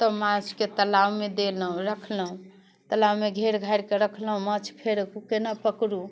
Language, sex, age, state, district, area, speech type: Maithili, female, 45-60, Bihar, Muzaffarpur, urban, spontaneous